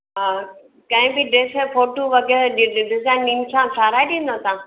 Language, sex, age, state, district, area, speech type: Sindhi, female, 60+, Gujarat, Surat, urban, conversation